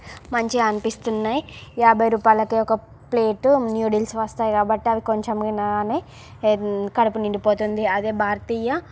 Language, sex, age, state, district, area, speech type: Telugu, female, 30-45, Andhra Pradesh, Srikakulam, urban, spontaneous